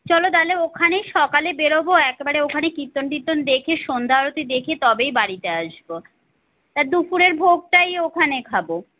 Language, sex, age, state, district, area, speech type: Bengali, female, 30-45, West Bengal, Kolkata, urban, conversation